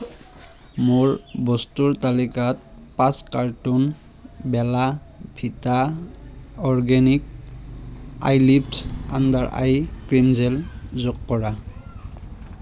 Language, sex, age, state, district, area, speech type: Assamese, male, 30-45, Assam, Barpeta, rural, read